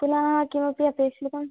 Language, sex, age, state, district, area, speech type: Sanskrit, female, 18-30, Karnataka, Bangalore Rural, rural, conversation